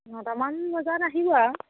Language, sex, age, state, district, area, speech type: Assamese, female, 45-60, Assam, Majuli, urban, conversation